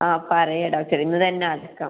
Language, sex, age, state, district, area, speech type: Malayalam, female, 18-30, Kerala, Kannur, rural, conversation